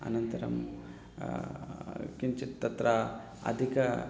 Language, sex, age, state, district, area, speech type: Sanskrit, male, 30-45, Telangana, Hyderabad, urban, spontaneous